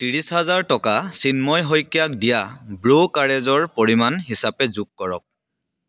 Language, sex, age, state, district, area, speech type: Assamese, male, 18-30, Assam, Dibrugarh, rural, read